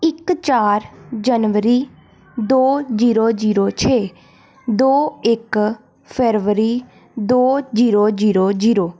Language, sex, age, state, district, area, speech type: Punjabi, female, 18-30, Punjab, Tarn Taran, urban, spontaneous